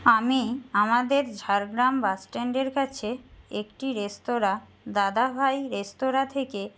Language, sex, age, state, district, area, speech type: Bengali, female, 30-45, West Bengal, Jhargram, rural, spontaneous